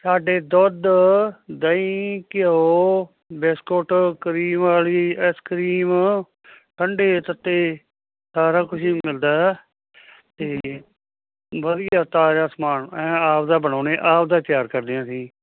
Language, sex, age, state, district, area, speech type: Punjabi, male, 60+, Punjab, Muktsar, urban, conversation